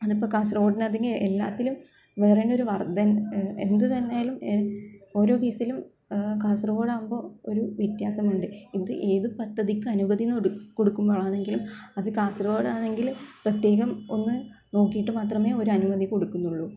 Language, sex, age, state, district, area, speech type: Malayalam, female, 18-30, Kerala, Kasaragod, rural, spontaneous